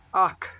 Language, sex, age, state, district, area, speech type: Kashmiri, male, 30-45, Jammu and Kashmir, Kulgam, rural, read